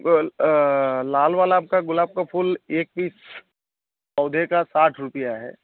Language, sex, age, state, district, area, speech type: Hindi, male, 30-45, Uttar Pradesh, Mau, rural, conversation